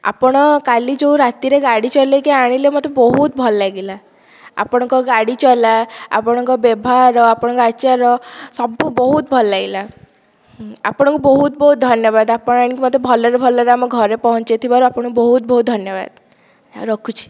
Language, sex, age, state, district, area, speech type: Odia, female, 30-45, Odisha, Dhenkanal, rural, spontaneous